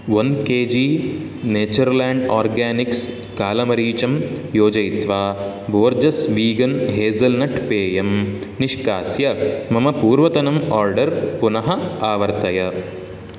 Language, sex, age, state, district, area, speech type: Sanskrit, male, 18-30, Karnataka, Udupi, rural, read